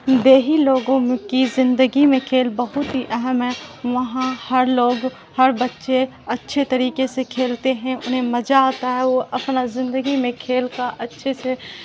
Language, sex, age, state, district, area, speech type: Urdu, female, 18-30, Bihar, Supaul, rural, spontaneous